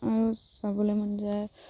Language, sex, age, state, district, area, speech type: Assamese, female, 18-30, Assam, Dibrugarh, rural, spontaneous